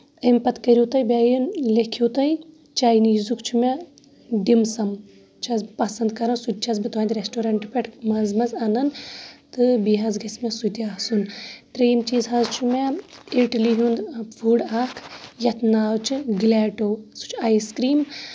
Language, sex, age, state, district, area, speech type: Kashmiri, female, 30-45, Jammu and Kashmir, Shopian, urban, spontaneous